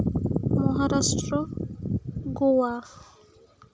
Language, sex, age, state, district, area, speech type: Santali, female, 18-30, West Bengal, Jhargram, rural, spontaneous